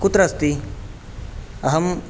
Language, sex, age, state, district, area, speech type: Sanskrit, male, 18-30, Karnataka, Udupi, rural, spontaneous